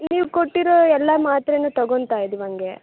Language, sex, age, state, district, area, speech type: Kannada, female, 18-30, Karnataka, Tumkur, rural, conversation